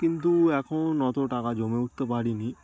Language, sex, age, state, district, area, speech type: Bengali, male, 18-30, West Bengal, Darjeeling, urban, spontaneous